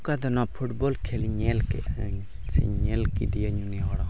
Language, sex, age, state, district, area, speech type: Santali, male, 18-30, Jharkhand, Pakur, rural, spontaneous